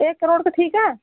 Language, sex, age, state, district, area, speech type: Hindi, female, 45-60, Uttar Pradesh, Pratapgarh, rural, conversation